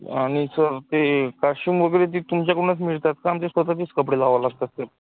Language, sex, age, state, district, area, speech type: Marathi, male, 30-45, Maharashtra, Gadchiroli, rural, conversation